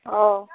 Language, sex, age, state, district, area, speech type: Assamese, female, 18-30, Assam, Barpeta, rural, conversation